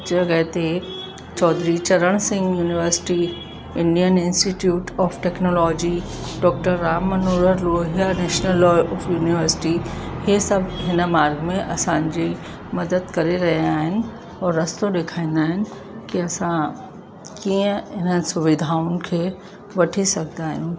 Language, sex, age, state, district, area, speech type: Sindhi, female, 45-60, Uttar Pradesh, Lucknow, urban, spontaneous